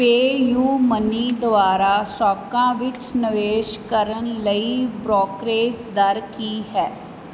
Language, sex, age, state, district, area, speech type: Punjabi, female, 30-45, Punjab, Mansa, urban, read